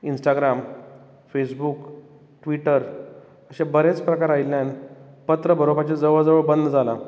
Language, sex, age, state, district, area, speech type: Goan Konkani, male, 45-60, Goa, Bardez, rural, spontaneous